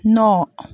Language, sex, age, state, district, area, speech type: Bodo, female, 60+, Assam, Chirang, rural, read